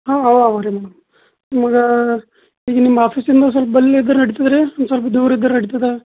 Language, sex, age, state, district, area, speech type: Kannada, male, 30-45, Karnataka, Bidar, rural, conversation